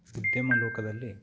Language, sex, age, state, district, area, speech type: Kannada, male, 45-60, Karnataka, Kolar, urban, spontaneous